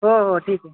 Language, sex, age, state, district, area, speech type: Marathi, male, 18-30, Maharashtra, Hingoli, urban, conversation